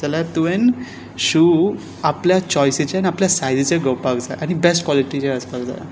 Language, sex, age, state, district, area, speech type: Goan Konkani, male, 18-30, Goa, Tiswadi, rural, spontaneous